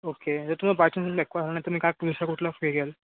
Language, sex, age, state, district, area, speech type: Marathi, male, 18-30, Maharashtra, Ratnagiri, rural, conversation